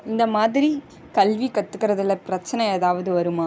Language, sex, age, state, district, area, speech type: Tamil, female, 18-30, Tamil Nadu, Ranipet, rural, read